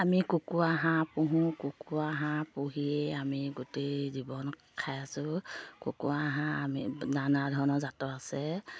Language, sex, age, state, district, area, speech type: Assamese, female, 30-45, Assam, Sivasagar, rural, spontaneous